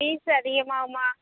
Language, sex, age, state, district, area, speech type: Tamil, female, 30-45, Tamil Nadu, Thoothukudi, rural, conversation